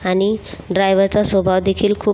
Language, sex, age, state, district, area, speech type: Marathi, female, 18-30, Maharashtra, Buldhana, rural, spontaneous